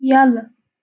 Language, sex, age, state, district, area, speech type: Kashmiri, female, 45-60, Jammu and Kashmir, Baramulla, urban, read